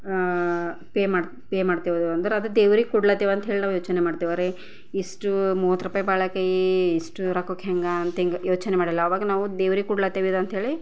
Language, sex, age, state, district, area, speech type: Kannada, female, 30-45, Karnataka, Bidar, rural, spontaneous